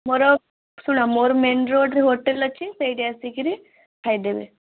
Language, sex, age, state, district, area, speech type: Odia, female, 18-30, Odisha, Kendrapara, urban, conversation